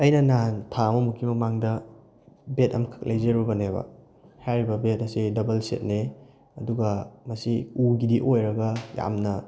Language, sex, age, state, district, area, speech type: Manipuri, male, 18-30, Manipur, Thoubal, rural, spontaneous